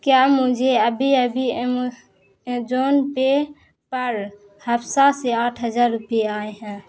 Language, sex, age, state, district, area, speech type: Urdu, female, 18-30, Bihar, Supaul, urban, read